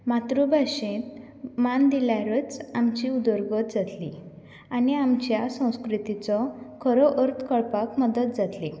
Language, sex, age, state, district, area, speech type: Goan Konkani, female, 18-30, Goa, Canacona, rural, spontaneous